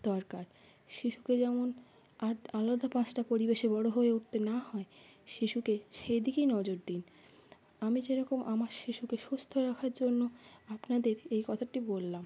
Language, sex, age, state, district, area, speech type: Bengali, female, 18-30, West Bengal, Birbhum, urban, spontaneous